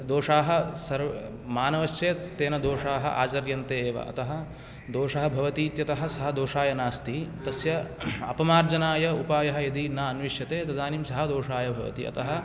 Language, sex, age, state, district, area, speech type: Sanskrit, male, 18-30, Karnataka, Uttara Kannada, rural, spontaneous